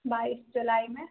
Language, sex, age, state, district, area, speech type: Hindi, female, 18-30, Madhya Pradesh, Narsinghpur, rural, conversation